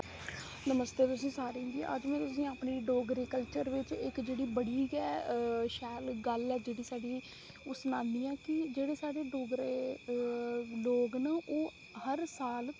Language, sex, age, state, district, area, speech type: Dogri, female, 30-45, Jammu and Kashmir, Reasi, rural, spontaneous